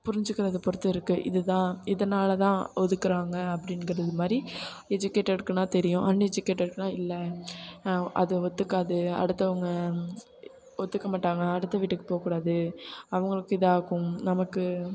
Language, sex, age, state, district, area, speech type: Tamil, female, 18-30, Tamil Nadu, Thanjavur, urban, spontaneous